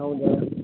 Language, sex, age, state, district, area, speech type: Kannada, male, 18-30, Karnataka, Uttara Kannada, rural, conversation